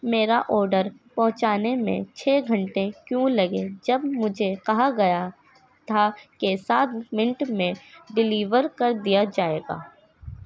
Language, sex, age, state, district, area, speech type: Urdu, female, 18-30, Uttar Pradesh, Ghaziabad, rural, read